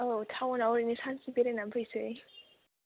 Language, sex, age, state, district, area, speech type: Bodo, female, 18-30, Assam, Kokrajhar, rural, conversation